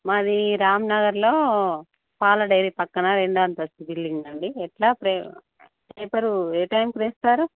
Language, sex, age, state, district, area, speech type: Telugu, female, 45-60, Telangana, Karimnagar, urban, conversation